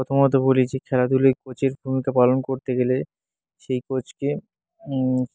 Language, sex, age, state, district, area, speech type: Bengali, male, 18-30, West Bengal, Dakshin Dinajpur, urban, spontaneous